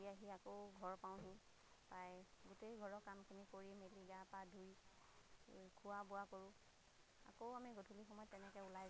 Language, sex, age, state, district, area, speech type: Assamese, female, 30-45, Assam, Lakhimpur, rural, spontaneous